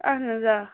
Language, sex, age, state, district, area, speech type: Kashmiri, female, 45-60, Jammu and Kashmir, Bandipora, rural, conversation